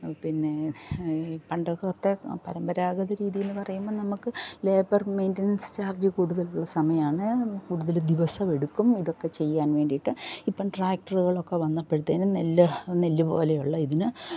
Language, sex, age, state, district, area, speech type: Malayalam, female, 60+, Kerala, Pathanamthitta, rural, spontaneous